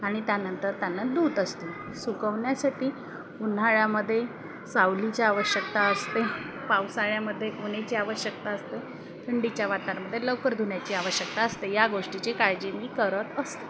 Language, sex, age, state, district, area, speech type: Marathi, female, 45-60, Maharashtra, Wardha, urban, spontaneous